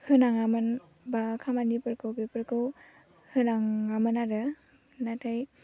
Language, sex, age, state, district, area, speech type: Bodo, female, 18-30, Assam, Baksa, rural, spontaneous